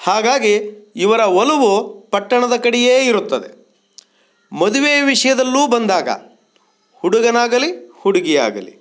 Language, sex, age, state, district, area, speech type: Kannada, male, 45-60, Karnataka, Shimoga, rural, spontaneous